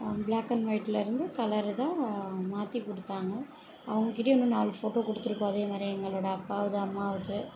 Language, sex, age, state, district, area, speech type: Tamil, female, 30-45, Tamil Nadu, Chennai, urban, spontaneous